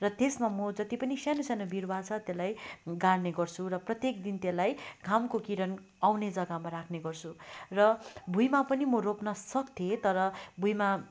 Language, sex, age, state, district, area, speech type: Nepali, female, 45-60, West Bengal, Darjeeling, rural, spontaneous